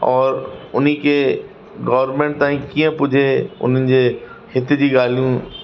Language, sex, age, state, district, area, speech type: Sindhi, male, 45-60, Uttar Pradesh, Lucknow, urban, spontaneous